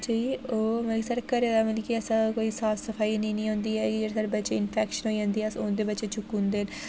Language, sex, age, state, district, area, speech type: Dogri, female, 18-30, Jammu and Kashmir, Jammu, rural, spontaneous